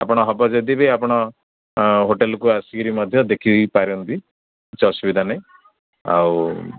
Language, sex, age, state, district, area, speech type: Odia, male, 60+, Odisha, Jharsuguda, rural, conversation